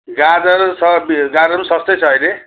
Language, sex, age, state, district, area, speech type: Nepali, male, 45-60, West Bengal, Jalpaiguri, rural, conversation